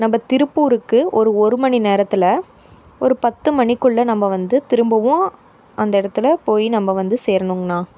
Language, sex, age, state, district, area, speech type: Tamil, female, 18-30, Tamil Nadu, Tiruppur, rural, spontaneous